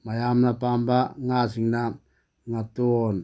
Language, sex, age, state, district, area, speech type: Manipuri, male, 30-45, Manipur, Bishnupur, rural, spontaneous